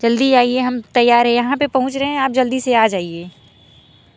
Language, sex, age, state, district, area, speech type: Hindi, female, 45-60, Uttar Pradesh, Mirzapur, urban, spontaneous